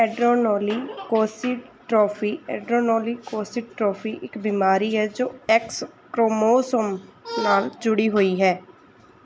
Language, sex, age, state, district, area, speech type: Punjabi, female, 30-45, Punjab, Mansa, urban, read